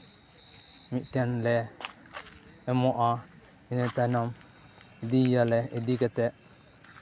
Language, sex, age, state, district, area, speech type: Santali, male, 30-45, West Bengal, Purba Bardhaman, rural, spontaneous